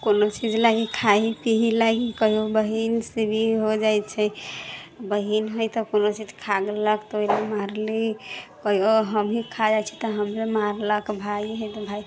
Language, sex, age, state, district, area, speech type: Maithili, female, 18-30, Bihar, Sitamarhi, rural, spontaneous